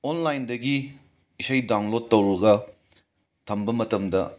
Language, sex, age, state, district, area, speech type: Manipuri, male, 60+, Manipur, Imphal West, urban, spontaneous